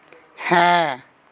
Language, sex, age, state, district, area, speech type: Santali, male, 30-45, West Bengal, Paschim Bardhaman, rural, read